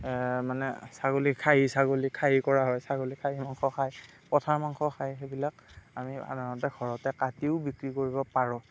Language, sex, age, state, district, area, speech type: Assamese, male, 45-60, Assam, Darrang, rural, spontaneous